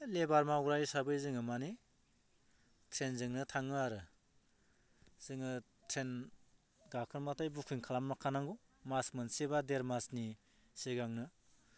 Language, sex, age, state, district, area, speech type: Bodo, male, 45-60, Assam, Baksa, rural, spontaneous